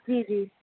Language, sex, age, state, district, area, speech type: Urdu, female, 18-30, Delhi, Central Delhi, urban, conversation